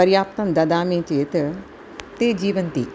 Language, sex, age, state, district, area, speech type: Sanskrit, female, 60+, Tamil Nadu, Thanjavur, urban, spontaneous